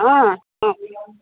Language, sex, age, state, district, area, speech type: Assamese, female, 45-60, Assam, Tinsukia, urban, conversation